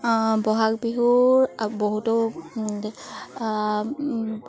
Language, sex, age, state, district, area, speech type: Assamese, female, 30-45, Assam, Charaideo, urban, spontaneous